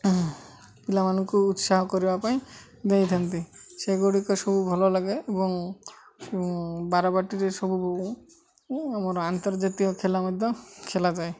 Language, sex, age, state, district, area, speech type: Odia, male, 45-60, Odisha, Malkangiri, urban, spontaneous